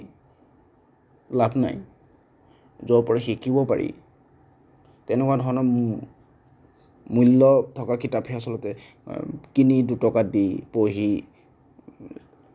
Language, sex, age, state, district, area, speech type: Assamese, male, 30-45, Assam, Nagaon, rural, spontaneous